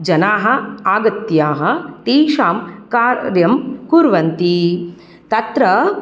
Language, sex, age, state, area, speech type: Sanskrit, female, 30-45, Tripura, urban, spontaneous